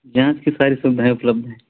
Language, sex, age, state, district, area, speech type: Hindi, male, 45-60, Uttar Pradesh, Ayodhya, rural, conversation